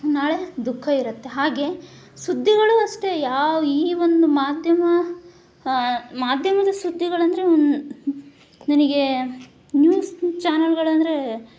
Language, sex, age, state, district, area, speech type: Kannada, female, 18-30, Karnataka, Chitradurga, urban, spontaneous